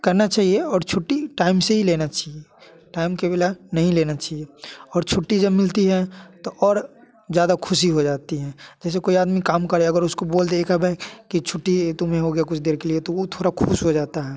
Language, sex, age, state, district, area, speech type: Hindi, male, 18-30, Bihar, Muzaffarpur, urban, spontaneous